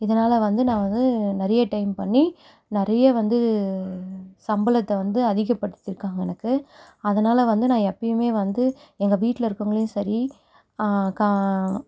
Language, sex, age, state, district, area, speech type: Tamil, female, 18-30, Tamil Nadu, Mayiladuthurai, rural, spontaneous